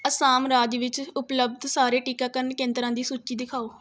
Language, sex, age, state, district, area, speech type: Punjabi, female, 18-30, Punjab, Rupnagar, rural, read